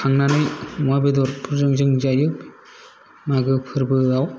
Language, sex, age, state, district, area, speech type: Bodo, male, 18-30, Assam, Kokrajhar, urban, spontaneous